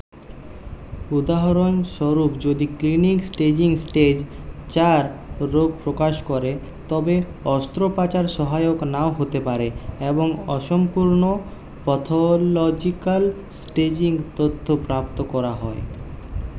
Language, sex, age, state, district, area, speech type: Bengali, male, 30-45, West Bengal, Purulia, urban, read